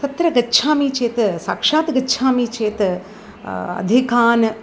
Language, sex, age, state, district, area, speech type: Sanskrit, female, 60+, Tamil Nadu, Chennai, urban, spontaneous